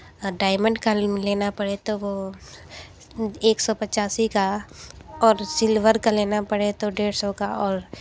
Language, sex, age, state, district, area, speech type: Hindi, female, 18-30, Uttar Pradesh, Sonbhadra, rural, spontaneous